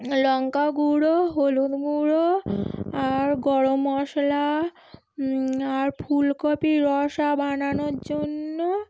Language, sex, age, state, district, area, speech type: Bengali, female, 30-45, West Bengal, Howrah, urban, spontaneous